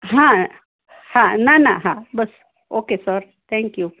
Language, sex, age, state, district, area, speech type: Gujarati, female, 60+, Gujarat, Anand, urban, conversation